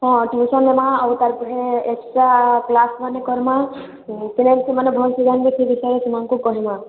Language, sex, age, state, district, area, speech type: Odia, female, 18-30, Odisha, Balangir, urban, conversation